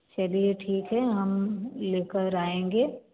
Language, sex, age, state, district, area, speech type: Hindi, female, 30-45, Uttar Pradesh, Varanasi, rural, conversation